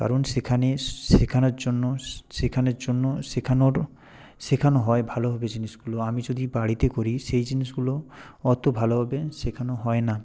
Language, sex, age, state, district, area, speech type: Bengali, male, 18-30, West Bengal, Purba Medinipur, rural, spontaneous